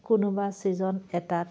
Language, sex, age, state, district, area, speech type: Assamese, female, 30-45, Assam, Charaideo, rural, spontaneous